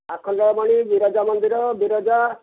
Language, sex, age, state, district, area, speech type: Odia, male, 60+, Odisha, Angul, rural, conversation